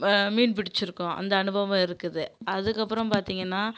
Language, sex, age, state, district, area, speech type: Tamil, female, 30-45, Tamil Nadu, Kallakurichi, urban, spontaneous